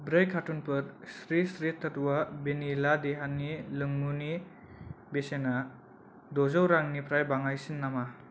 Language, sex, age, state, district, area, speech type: Bodo, male, 18-30, Assam, Kokrajhar, urban, read